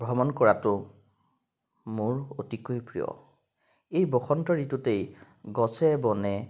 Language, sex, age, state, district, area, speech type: Assamese, male, 30-45, Assam, Jorhat, urban, spontaneous